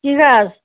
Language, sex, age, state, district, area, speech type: Bengali, female, 30-45, West Bengal, Uttar Dinajpur, urban, conversation